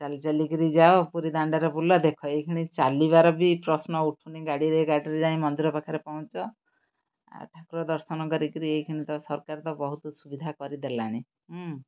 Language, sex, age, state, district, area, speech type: Odia, female, 60+, Odisha, Kendrapara, urban, spontaneous